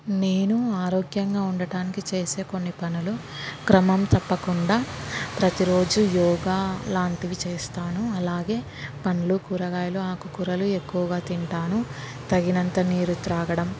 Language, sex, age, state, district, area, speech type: Telugu, female, 30-45, Andhra Pradesh, Kurnool, urban, spontaneous